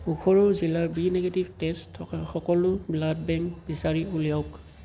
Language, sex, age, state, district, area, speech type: Assamese, male, 18-30, Assam, Tinsukia, rural, read